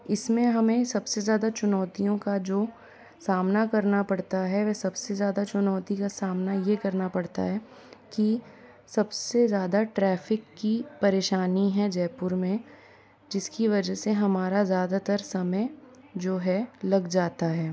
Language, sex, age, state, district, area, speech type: Hindi, female, 18-30, Rajasthan, Jaipur, urban, spontaneous